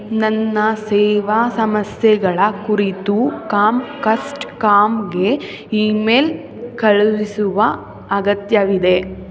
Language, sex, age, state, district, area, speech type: Kannada, female, 18-30, Karnataka, Mysore, urban, read